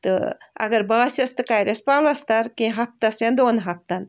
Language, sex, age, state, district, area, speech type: Kashmiri, female, 18-30, Jammu and Kashmir, Bandipora, rural, spontaneous